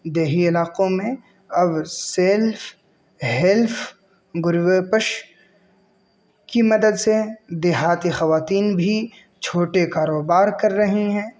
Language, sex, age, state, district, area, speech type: Urdu, male, 18-30, Uttar Pradesh, Balrampur, rural, spontaneous